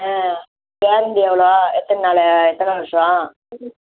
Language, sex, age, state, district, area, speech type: Tamil, female, 60+, Tamil Nadu, Virudhunagar, rural, conversation